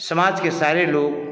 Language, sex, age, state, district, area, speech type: Hindi, male, 45-60, Bihar, Vaishali, urban, spontaneous